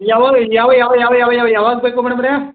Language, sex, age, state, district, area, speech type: Kannada, male, 30-45, Karnataka, Mandya, rural, conversation